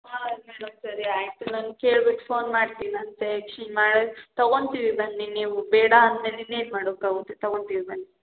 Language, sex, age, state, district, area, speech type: Kannada, female, 18-30, Karnataka, Hassan, rural, conversation